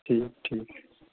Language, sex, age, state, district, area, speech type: Kashmiri, male, 30-45, Jammu and Kashmir, Shopian, rural, conversation